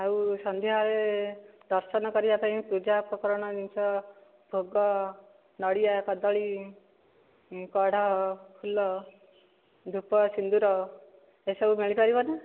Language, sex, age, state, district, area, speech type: Odia, female, 30-45, Odisha, Dhenkanal, rural, conversation